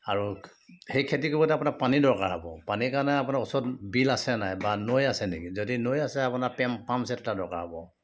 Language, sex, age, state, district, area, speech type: Assamese, male, 45-60, Assam, Sivasagar, rural, spontaneous